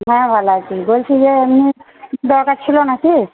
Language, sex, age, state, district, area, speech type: Bengali, female, 30-45, West Bengal, Purba Bardhaman, urban, conversation